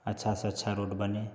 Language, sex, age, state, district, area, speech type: Hindi, male, 45-60, Bihar, Samastipur, urban, spontaneous